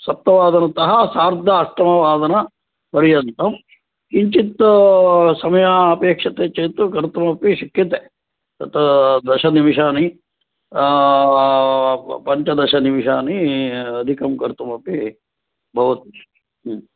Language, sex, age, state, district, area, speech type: Sanskrit, male, 60+, Karnataka, Shimoga, urban, conversation